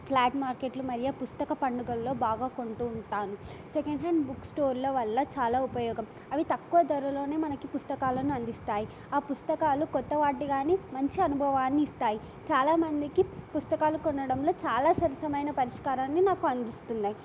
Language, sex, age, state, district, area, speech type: Telugu, female, 18-30, Telangana, Nagarkurnool, urban, spontaneous